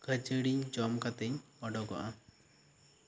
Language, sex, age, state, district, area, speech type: Santali, male, 18-30, West Bengal, Bankura, rural, spontaneous